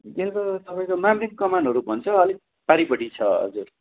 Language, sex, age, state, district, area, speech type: Nepali, male, 45-60, West Bengal, Darjeeling, rural, conversation